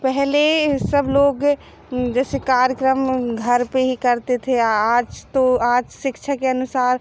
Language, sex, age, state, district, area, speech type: Hindi, female, 18-30, Madhya Pradesh, Seoni, urban, spontaneous